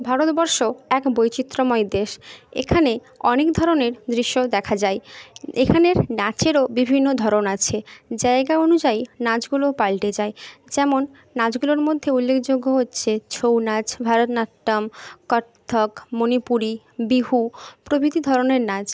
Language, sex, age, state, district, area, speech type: Bengali, female, 30-45, West Bengal, Jhargram, rural, spontaneous